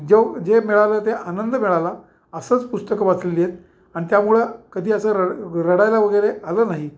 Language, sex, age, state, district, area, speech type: Marathi, male, 60+, Maharashtra, Kolhapur, urban, spontaneous